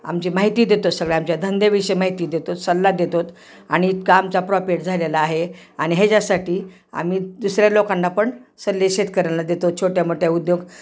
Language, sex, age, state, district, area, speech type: Marathi, female, 60+, Maharashtra, Osmanabad, rural, spontaneous